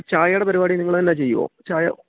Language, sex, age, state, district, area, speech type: Malayalam, male, 30-45, Kerala, Idukki, rural, conversation